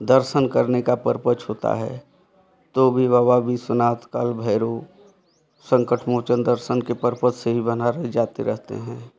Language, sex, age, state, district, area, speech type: Hindi, male, 45-60, Uttar Pradesh, Chandauli, rural, spontaneous